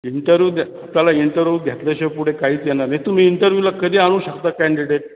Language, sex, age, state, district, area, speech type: Marathi, male, 60+, Maharashtra, Ahmednagar, urban, conversation